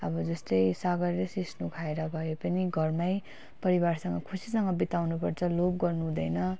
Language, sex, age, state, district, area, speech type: Nepali, female, 18-30, West Bengal, Darjeeling, rural, spontaneous